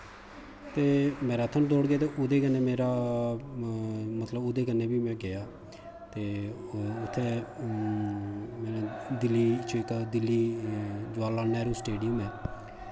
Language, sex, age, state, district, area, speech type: Dogri, male, 30-45, Jammu and Kashmir, Kathua, rural, spontaneous